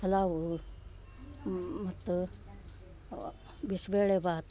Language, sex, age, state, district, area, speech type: Kannada, female, 60+, Karnataka, Gadag, rural, spontaneous